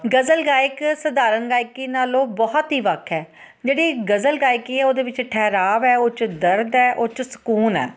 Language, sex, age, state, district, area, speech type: Punjabi, female, 45-60, Punjab, Ludhiana, urban, spontaneous